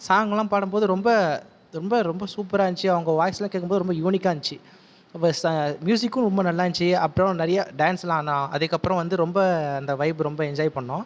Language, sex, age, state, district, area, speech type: Tamil, male, 30-45, Tamil Nadu, Viluppuram, urban, spontaneous